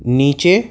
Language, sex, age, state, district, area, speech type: Urdu, male, 30-45, Uttar Pradesh, Gautam Buddha Nagar, rural, read